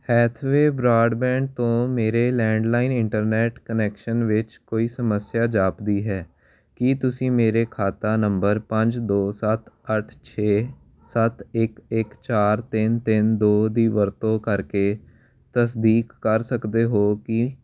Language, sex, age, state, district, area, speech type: Punjabi, male, 18-30, Punjab, Jalandhar, urban, read